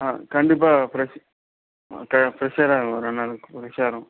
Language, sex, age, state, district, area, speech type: Tamil, male, 18-30, Tamil Nadu, Ranipet, rural, conversation